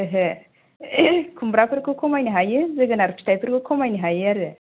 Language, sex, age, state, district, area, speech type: Bodo, female, 30-45, Assam, Kokrajhar, rural, conversation